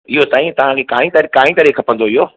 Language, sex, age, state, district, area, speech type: Sindhi, male, 30-45, Madhya Pradesh, Katni, urban, conversation